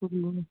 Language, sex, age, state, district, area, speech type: Sindhi, female, 30-45, Gujarat, Surat, urban, conversation